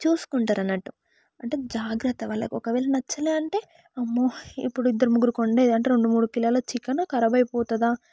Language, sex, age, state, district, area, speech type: Telugu, female, 18-30, Telangana, Yadadri Bhuvanagiri, rural, spontaneous